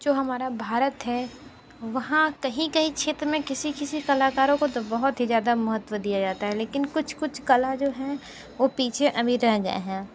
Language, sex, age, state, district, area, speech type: Hindi, female, 30-45, Uttar Pradesh, Sonbhadra, rural, spontaneous